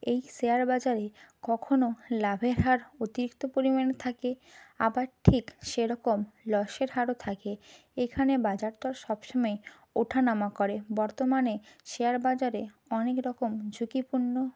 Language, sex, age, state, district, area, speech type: Bengali, female, 30-45, West Bengal, Purba Medinipur, rural, spontaneous